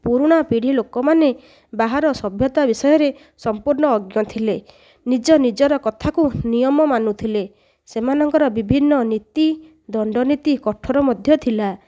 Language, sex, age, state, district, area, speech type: Odia, female, 30-45, Odisha, Nayagarh, rural, spontaneous